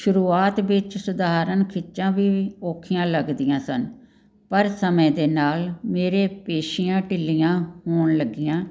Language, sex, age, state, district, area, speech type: Punjabi, female, 60+, Punjab, Jalandhar, urban, spontaneous